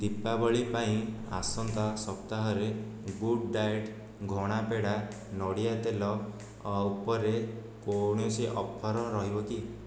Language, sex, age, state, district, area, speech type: Odia, male, 18-30, Odisha, Khordha, rural, read